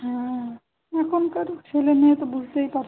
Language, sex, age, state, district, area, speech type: Bengali, female, 18-30, West Bengal, Malda, urban, conversation